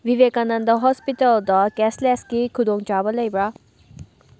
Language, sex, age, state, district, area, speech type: Manipuri, female, 18-30, Manipur, Thoubal, rural, read